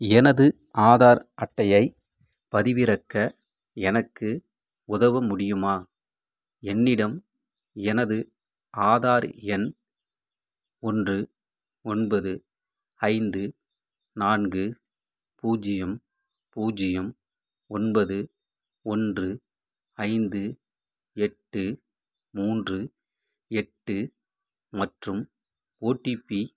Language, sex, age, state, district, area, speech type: Tamil, male, 45-60, Tamil Nadu, Madurai, rural, read